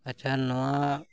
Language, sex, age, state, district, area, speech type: Santali, male, 45-60, Jharkhand, Bokaro, rural, spontaneous